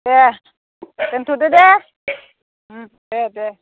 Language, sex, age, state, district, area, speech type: Bodo, female, 45-60, Assam, Chirang, rural, conversation